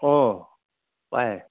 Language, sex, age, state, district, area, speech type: Assamese, male, 45-60, Assam, Dhemaji, rural, conversation